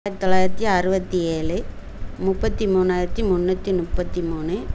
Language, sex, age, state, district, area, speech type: Tamil, female, 60+, Tamil Nadu, Coimbatore, rural, spontaneous